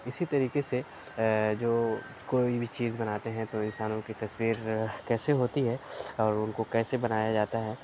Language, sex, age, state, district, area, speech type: Urdu, male, 45-60, Uttar Pradesh, Aligarh, rural, spontaneous